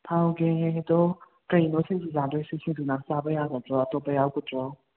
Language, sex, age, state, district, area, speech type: Manipuri, other, 30-45, Manipur, Imphal West, urban, conversation